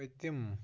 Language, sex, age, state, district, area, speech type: Kashmiri, male, 18-30, Jammu and Kashmir, Pulwama, rural, read